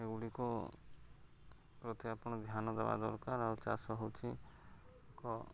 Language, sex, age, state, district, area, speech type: Odia, male, 30-45, Odisha, Subarnapur, urban, spontaneous